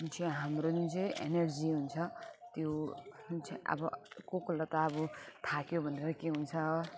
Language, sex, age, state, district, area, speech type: Nepali, female, 30-45, West Bengal, Alipurduar, urban, spontaneous